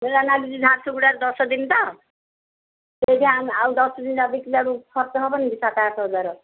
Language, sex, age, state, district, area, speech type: Odia, female, 60+, Odisha, Jharsuguda, rural, conversation